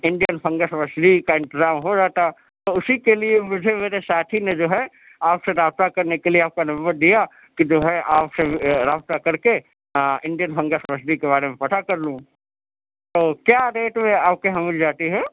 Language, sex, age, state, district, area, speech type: Urdu, male, 30-45, Delhi, Central Delhi, urban, conversation